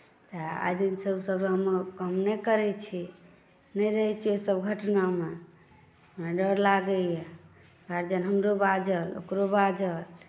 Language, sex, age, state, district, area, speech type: Maithili, male, 60+, Bihar, Saharsa, rural, spontaneous